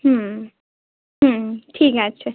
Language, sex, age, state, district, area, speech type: Bengali, female, 18-30, West Bengal, Bankura, rural, conversation